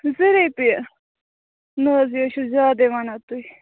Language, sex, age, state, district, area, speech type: Kashmiri, female, 18-30, Jammu and Kashmir, Bandipora, rural, conversation